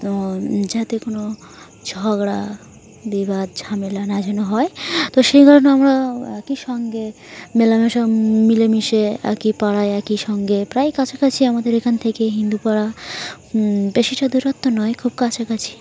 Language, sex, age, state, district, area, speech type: Bengali, female, 18-30, West Bengal, Dakshin Dinajpur, urban, spontaneous